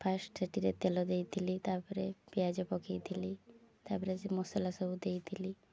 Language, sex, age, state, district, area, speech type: Odia, female, 18-30, Odisha, Mayurbhanj, rural, spontaneous